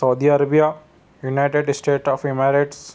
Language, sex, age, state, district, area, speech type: Urdu, male, 30-45, Telangana, Hyderabad, urban, spontaneous